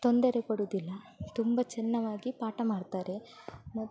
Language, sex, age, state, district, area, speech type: Kannada, female, 18-30, Karnataka, Udupi, rural, spontaneous